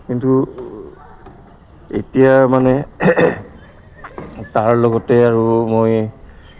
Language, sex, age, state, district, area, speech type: Assamese, male, 60+, Assam, Goalpara, urban, spontaneous